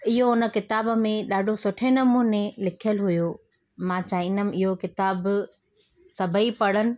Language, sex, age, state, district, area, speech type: Sindhi, female, 30-45, Maharashtra, Thane, urban, spontaneous